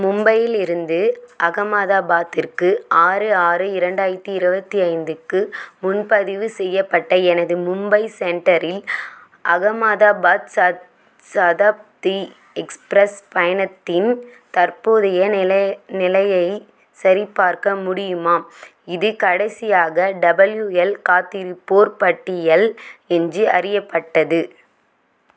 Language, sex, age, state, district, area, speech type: Tamil, female, 18-30, Tamil Nadu, Vellore, urban, read